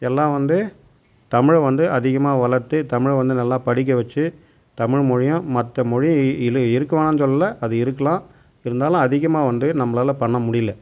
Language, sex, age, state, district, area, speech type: Tamil, male, 45-60, Tamil Nadu, Tiruvannamalai, rural, spontaneous